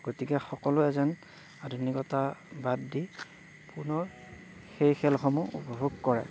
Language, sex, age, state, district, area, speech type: Assamese, male, 45-60, Assam, Darrang, rural, spontaneous